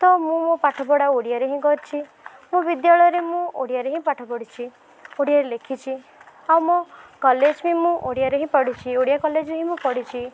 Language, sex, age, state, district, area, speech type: Odia, female, 18-30, Odisha, Puri, urban, spontaneous